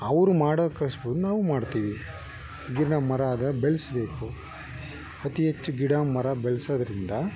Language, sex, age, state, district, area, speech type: Kannada, male, 30-45, Karnataka, Bangalore Urban, urban, spontaneous